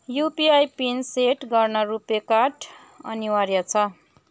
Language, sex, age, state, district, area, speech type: Nepali, female, 30-45, West Bengal, Darjeeling, rural, read